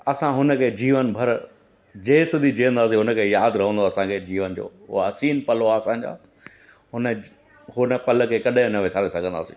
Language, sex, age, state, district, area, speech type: Sindhi, male, 45-60, Gujarat, Surat, urban, spontaneous